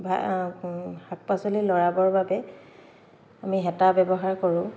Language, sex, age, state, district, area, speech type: Assamese, female, 30-45, Assam, Dhemaji, urban, spontaneous